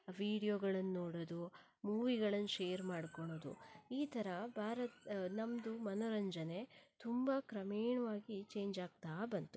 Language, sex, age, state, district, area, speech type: Kannada, female, 30-45, Karnataka, Shimoga, rural, spontaneous